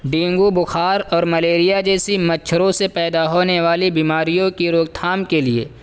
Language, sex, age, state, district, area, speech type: Urdu, male, 18-30, Uttar Pradesh, Saharanpur, urban, spontaneous